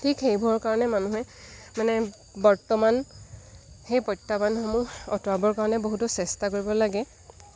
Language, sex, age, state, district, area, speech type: Assamese, female, 18-30, Assam, Lakhimpur, rural, spontaneous